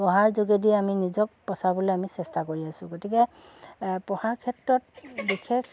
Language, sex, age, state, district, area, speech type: Assamese, female, 45-60, Assam, Dhemaji, urban, spontaneous